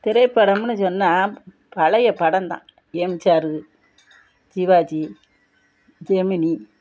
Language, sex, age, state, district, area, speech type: Tamil, female, 60+, Tamil Nadu, Thoothukudi, rural, spontaneous